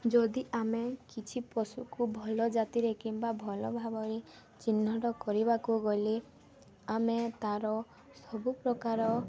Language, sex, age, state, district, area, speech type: Odia, female, 18-30, Odisha, Balangir, urban, spontaneous